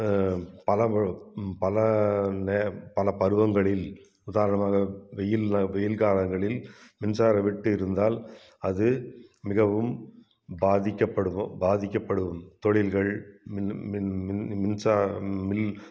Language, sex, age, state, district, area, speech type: Tamil, male, 60+, Tamil Nadu, Tiruppur, urban, spontaneous